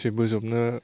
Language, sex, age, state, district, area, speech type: Bodo, male, 18-30, Assam, Baksa, rural, spontaneous